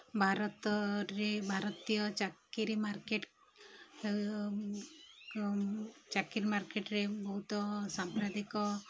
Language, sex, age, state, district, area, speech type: Odia, female, 30-45, Odisha, Sundergarh, urban, spontaneous